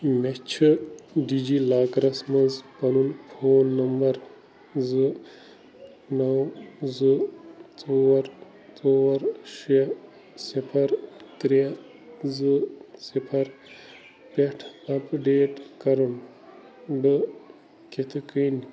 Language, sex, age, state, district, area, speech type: Kashmiri, male, 30-45, Jammu and Kashmir, Bandipora, rural, read